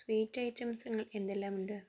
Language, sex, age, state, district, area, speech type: Malayalam, male, 45-60, Kerala, Kozhikode, urban, spontaneous